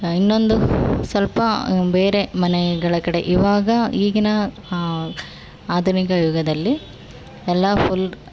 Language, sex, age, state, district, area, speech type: Kannada, female, 18-30, Karnataka, Chamarajanagar, rural, spontaneous